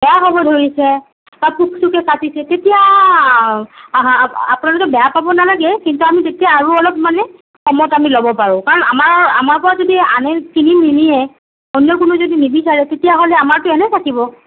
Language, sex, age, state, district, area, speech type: Assamese, female, 45-60, Assam, Nagaon, rural, conversation